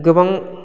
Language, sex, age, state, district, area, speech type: Bodo, male, 30-45, Assam, Udalguri, rural, spontaneous